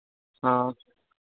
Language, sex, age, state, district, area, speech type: Hindi, male, 30-45, Madhya Pradesh, Harda, urban, conversation